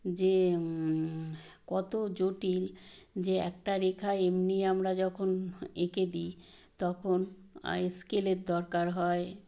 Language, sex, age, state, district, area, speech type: Bengali, female, 60+, West Bengal, South 24 Parganas, rural, spontaneous